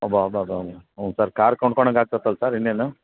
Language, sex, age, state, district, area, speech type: Kannada, male, 45-60, Karnataka, Bellary, rural, conversation